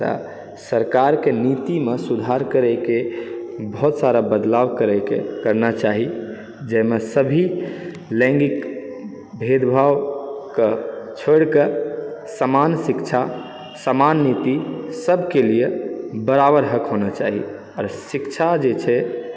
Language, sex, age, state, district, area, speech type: Maithili, male, 30-45, Bihar, Supaul, urban, spontaneous